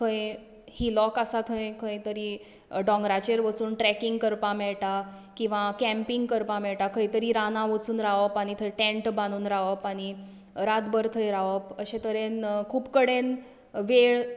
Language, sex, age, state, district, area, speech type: Goan Konkani, female, 30-45, Goa, Tiswadi, rural, spontaneous